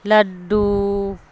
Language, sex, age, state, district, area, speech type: Urdu, female, 60+, Bihar, Darbhanga, rural, spontaneous